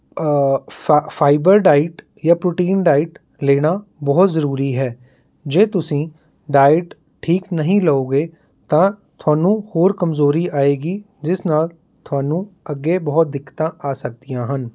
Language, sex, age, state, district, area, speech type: Punjabi, male, 30-45, Punjab, Mohali, urban, spontaneous